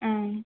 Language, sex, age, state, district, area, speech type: Tamil, female, 18-30, Tamil Nadu, Erode, rural, conversation